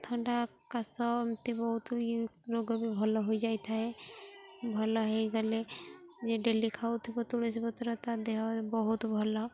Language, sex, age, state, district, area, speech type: Odia, female, 18-30, Odisha, Jagatsinghpur, rural, spontaneous